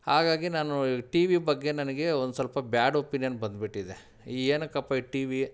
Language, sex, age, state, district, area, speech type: Kannada, male, 30-45, Karnataka, Kolar, urban, spontaneous